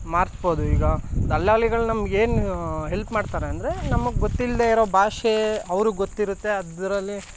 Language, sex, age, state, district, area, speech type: Kannada, male, 18-30, Karnataka, Chamarajanagar, rural, spontaneous